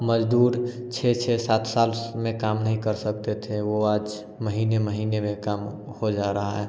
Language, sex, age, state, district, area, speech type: Hindi, male, 30-45, Bihar, Samastipur, urban, spontaneous